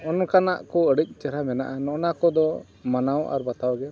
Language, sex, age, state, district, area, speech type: Santali, male, 45-60, Odisha, Mayurbhanj, rural, spontaneous